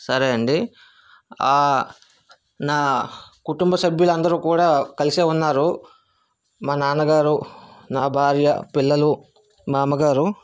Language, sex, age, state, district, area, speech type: Telugu, male, 60+, Andhra Pradesh, Vizianagaram, rural, spontaneous